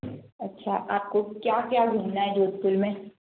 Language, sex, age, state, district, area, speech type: Hindi, female, 30-45, Rajasthan, Jodhpur, urban, conversation